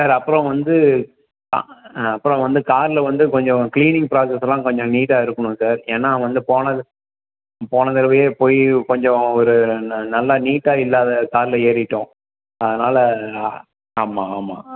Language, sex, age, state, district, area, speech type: Tamil, male, 30-45, Tamil Nadu, Salem, urban, conversation